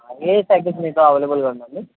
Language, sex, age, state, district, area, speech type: Telugu, male, 18-30, Andhra Pradesh, Anantapur, urban, conversation